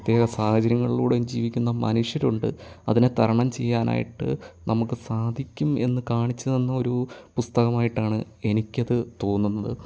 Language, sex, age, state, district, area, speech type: Malayalam, male, 30-45, Kerala, Kottayam, rural, spontaneous